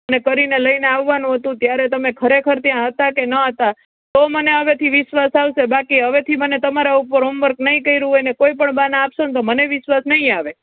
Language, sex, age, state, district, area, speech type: Gujarati, female, 30-45, Gujarat, Rajkot, urban, conversation